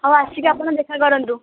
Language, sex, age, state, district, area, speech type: Odia, female, 18-30, Odisha, Kendujhar, urban, conversation